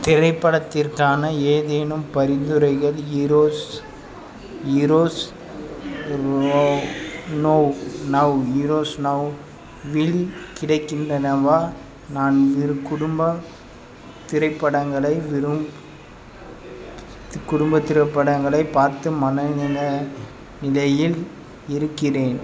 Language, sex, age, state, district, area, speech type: Tamil, male, 18-30, Tamil Nadu, Madurai, urban, read